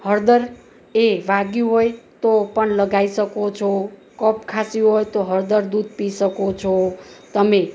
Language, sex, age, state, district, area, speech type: Gujarati, female, 30-45, Gujarat, Rajkot, rural, spontaneous